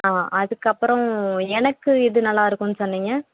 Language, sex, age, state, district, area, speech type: Tamil, female, 18-30, Tamil Nadu, Tiruvallur, urban, conversation